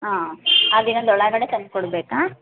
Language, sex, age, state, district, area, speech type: Kannada, female, 30-45, Karnataka, Hassan, rural, conversation